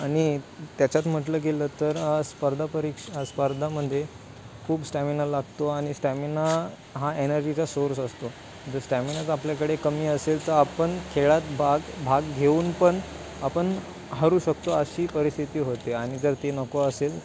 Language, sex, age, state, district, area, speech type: Marathi, male, 18-30, Maharashtra, Ratnagiri, rural, spontaneous